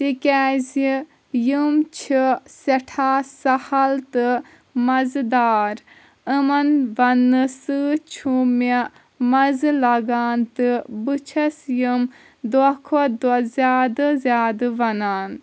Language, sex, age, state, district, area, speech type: Kashmiri, female, 18-30, Jammu and Kashmir, Kulgam, rural, spontaneous